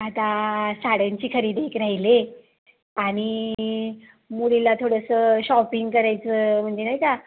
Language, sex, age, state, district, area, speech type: Marathi, female, 30-45, Maharashtra, Satara, rural, conversation